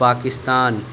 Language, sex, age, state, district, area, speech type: Urdu, male, 18-30, Delhi, Central Delhi, urban, spontaneous